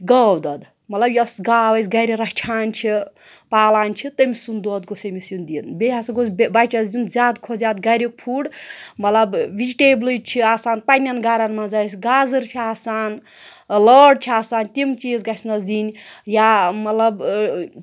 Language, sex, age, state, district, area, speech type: Kashmiri, female, 30-45, Jammu and Kashmir, Pulwama, urban, spontaneous